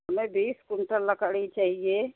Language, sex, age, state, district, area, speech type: Hindi, female, 60+, Uttar Pradesh, Jaunpur, rural, conversation